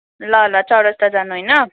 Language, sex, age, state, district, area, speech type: Nepali, female, 18-30, West Bengal, Darjeeling, rural, conversation